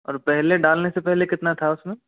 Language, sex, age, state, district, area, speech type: Hindi, male, 18-30, Rajasthan, Karauli, rural, conversation